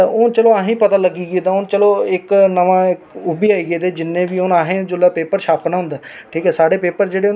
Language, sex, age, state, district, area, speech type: Dogri, male, 18-30, Jammu and Kashmir, Reasi, urban, spontaneous